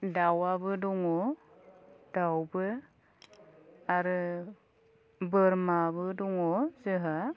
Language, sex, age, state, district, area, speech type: Bodo, female, 30-45, Assam, Chirang, rural, spontaneous